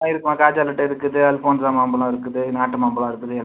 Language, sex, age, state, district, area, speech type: Tamil, male, 60+, Tamil Nadu, Pudukkottai, rural, conversation